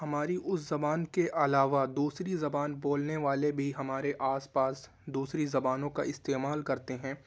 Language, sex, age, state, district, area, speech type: Urdu, male, 18-30, Uttar Pradesh, Ghaziabad, urban, spontaneous